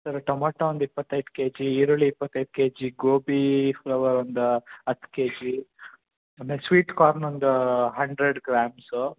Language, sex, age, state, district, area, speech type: Kannada, male, 18-30, Karnataka, Chikkamagaluru, rural, conversation